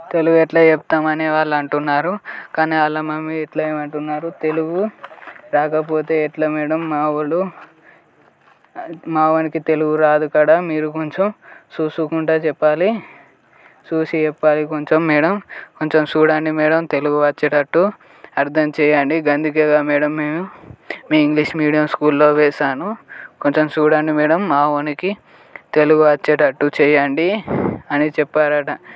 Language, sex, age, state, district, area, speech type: Telugu, male, 18-30, Telangana, Peddapalli, rural, spontaneous